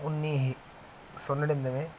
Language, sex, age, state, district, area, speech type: Punjabi, male, 30-45, Punjab, Mansa, urban, spontaneous